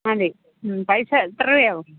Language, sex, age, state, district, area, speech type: Malayalam, female, 45-60, Kerala, Pathanamthitta, rural, conversation